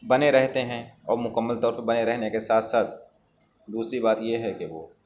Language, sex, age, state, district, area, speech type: Urdu, male, 18-30, Uttar Pradesh, Shahjahanpur, urban, spontaneous